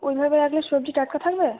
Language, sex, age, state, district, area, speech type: Bengali, female, 18-30, West Bengal, Uttar Dinajpur, urban, conversation